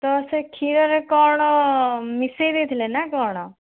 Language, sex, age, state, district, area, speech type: Odia, female, 30-45, Odisha, Cuttack, urban, conversation